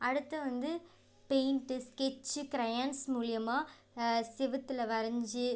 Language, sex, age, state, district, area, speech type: Tamil, female, 18-30, Tamil Nadu, Ariyalur, rural, spontaneous